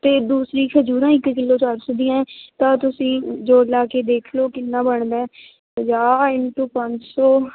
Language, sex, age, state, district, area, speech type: Punjabi, female, 18-30, Punjab, Ludhiana, rural, conversation